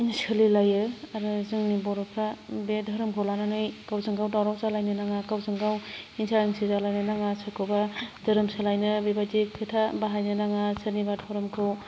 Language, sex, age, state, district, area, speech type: Bodo, female, 30-45, Assam, Kokrajhar, rural, spontaneous